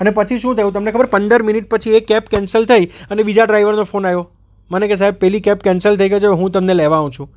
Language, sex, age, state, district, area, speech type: Gujarati, male, 30-45, Gujarat, Surat, urban, spontaneous